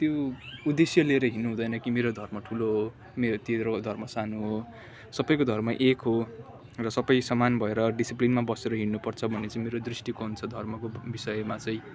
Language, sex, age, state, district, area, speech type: Nepali, male, 18-30, West Bengal, Kalimpong, rural, spontaneous